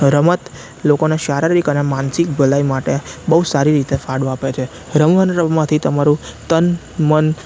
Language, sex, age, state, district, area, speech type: Gujarati, male, 18-30, Gujarat, Anand, rural, spontaneous